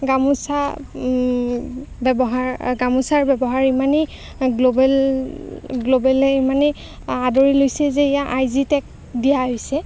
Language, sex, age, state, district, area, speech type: Assamese, female, 30-45, Assam, Nagaon, rural, spontaneous